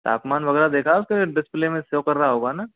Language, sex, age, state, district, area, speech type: Hindi, male, 18-30, Rajasthan, Karauli, rural, conversation